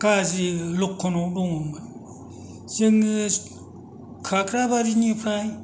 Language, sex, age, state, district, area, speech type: Bodo, male, 60+, Assam, Kokrajhar, rural, spontaneous